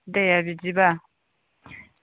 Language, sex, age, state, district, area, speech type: Bodo, female, 30-45, Assam, Chirang, rural, conversation